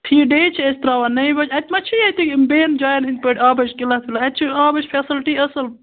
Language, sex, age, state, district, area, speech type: Kashmiri, female, 30-45, Jammu and Kashmir, Kupwara, rural, conversation